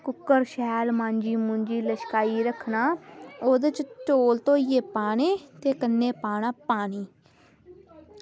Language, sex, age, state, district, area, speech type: Dogri, female, 18-30, Jammu and Kashmir, Samba, rural, spontaneous